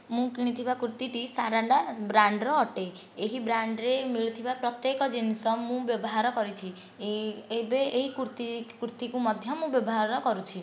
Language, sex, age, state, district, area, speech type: Odia, female, 30-45, Odisha, Nayagarh, rural, spontaneous